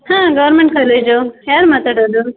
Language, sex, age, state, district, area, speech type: Kannada, female, 30-45, Karnataka, Shimoga, rural, conversation